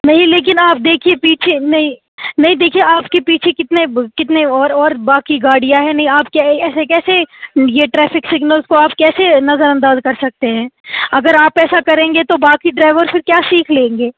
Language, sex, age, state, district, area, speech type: Urdu, female, 18-30, Jammu and Kashmir, Srinagar, urban, conversation